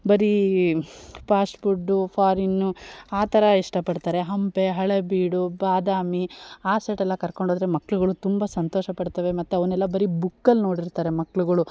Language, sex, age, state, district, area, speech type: Kannada, female, 30-45, Karnataka, Chikkamagaluru, rural, spontaneous